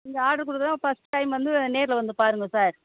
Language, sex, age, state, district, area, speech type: Tamil, female, 60+, Tamil Nadu, Kallakurichi, rural, conversation